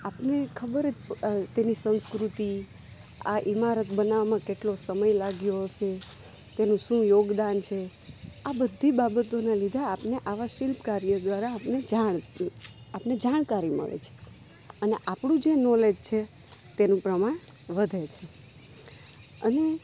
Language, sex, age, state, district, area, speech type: Gujarati, female, 30-45, Gujarat, Rajkot, rural, spontaneous